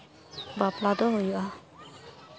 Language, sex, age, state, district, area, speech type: Santali, female, 18-30, West Bengal, Malda, rural, spontaneous